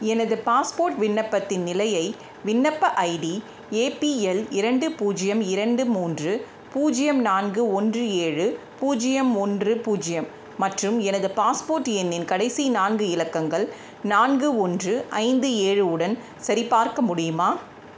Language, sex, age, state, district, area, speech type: Tamil, female, 45-60, Tamil Nadu, Chennai, urban, read